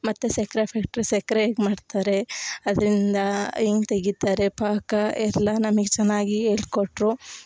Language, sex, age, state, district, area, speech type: Kannada, female, 18-30, Karnataka, Chikkamagaluru, rural, spontaneous